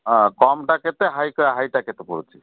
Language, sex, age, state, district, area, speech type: Odia, male, 60+, Odisha, Malkangiri, urban, conversation